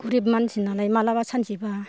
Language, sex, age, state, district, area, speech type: Bodo, female, 60+, Assam, Kokrajhar, rural, spontaneous